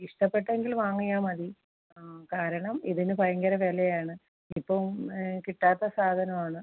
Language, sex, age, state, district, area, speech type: Malayalam, female, 45-60, Kerala, Thiruvananthapuram, rural, conversation